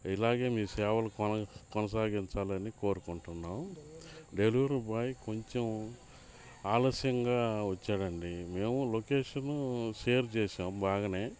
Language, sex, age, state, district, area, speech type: Telugu, male, 30-45, Andhra Pradesh, Bapatla, urban, spontaneous